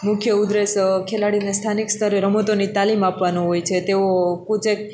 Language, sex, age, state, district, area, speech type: Gujarati, female, 18-30, Gujarat, Junagadh, rural, spontaneous